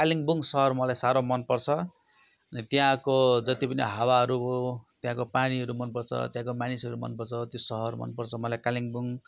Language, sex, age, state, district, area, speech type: Nepali, male, 45-60, West Bengal, Darjeeling, rural, spontaneous